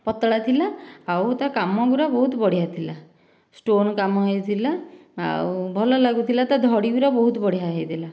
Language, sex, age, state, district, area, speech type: Odia, female, 60+, Odisha, Dhenkanal, rural, spontaneous